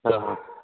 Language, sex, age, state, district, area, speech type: Kannada, male, 18-30, Karnataka, Shimoga, urban, conversation